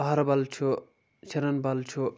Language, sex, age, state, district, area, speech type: Kashmiri, male, 18-30, Jammu and Kashmir, Kulgam, urban, spontaneous